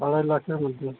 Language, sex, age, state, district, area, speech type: Bengali, male, 60+, West Bengal, Howrah, urban, conversation